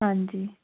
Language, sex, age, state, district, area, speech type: Punjabi, female, 18-30, Punjab, Fazilka, rural, conversation